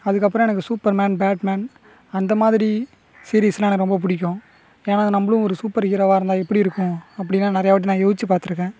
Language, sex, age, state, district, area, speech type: Tamil, male, 18-30, Tamil Nadu, Cuddalore, rural, spontaneous